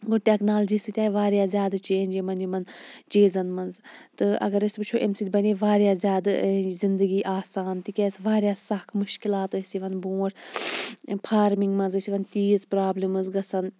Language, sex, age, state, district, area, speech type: Kashmiri, female, 30-45, Jammu and Kashmir, Shopian, rural, spontaneous